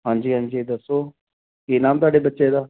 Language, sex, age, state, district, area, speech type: Punjabi, male, 30-45, Punjab, Tarn Taran, rural, conversation